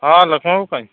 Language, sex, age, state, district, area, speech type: Santali, male, 45-60, Odisha, Mayurbhanj, rural, conversation